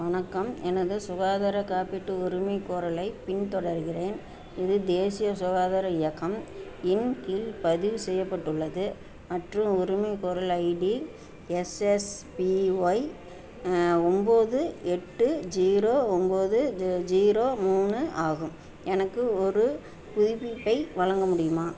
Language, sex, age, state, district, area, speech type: Tamil, female, 60+, Tamil Nadu, Perambalur, urban, read